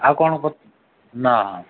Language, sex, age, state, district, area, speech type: Odia, male, 45-60, Odisha, Koraput, urban, conversation